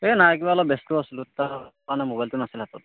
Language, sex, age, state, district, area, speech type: Assamese, male, 30-45, Assam, Darrang, rural, conversation